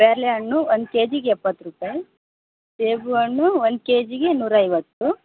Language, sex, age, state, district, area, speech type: Kannada, female, 30-45, Karnataka, Vijayanagara, rural, conversation